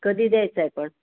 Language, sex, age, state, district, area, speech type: Marathi, female, 60+, Maharashtra, Osmanabad, rural, conversation